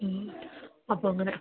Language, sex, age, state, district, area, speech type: Malayalam, female, 30-45, Kerala, Idukki, rural, conversation